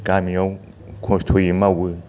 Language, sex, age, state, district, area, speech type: Bodo, male, 60+, Assam, Chirang, rural, spontaneous